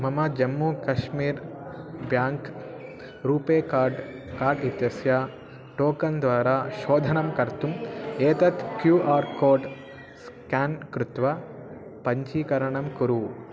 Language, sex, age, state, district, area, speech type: Sanskrit, male, 18-30, Telangana, Mahbubnagar, urban, read